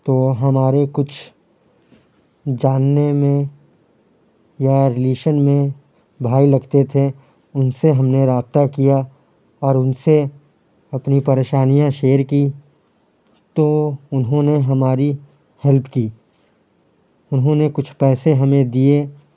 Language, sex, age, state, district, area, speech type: Urdu, male, 30-45, Uttar Pradesh, Lucknow, urban, spontaneous